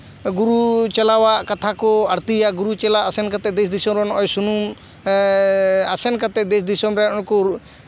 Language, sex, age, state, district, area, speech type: Santali, male, 45-60, West Bengal, Paschim Bardhaman, urban, spontaneous